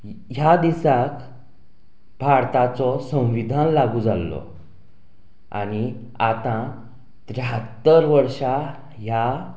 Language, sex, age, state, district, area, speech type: Goan Konkani, male, 30-45, Goa, Canacona, rural, spontaneous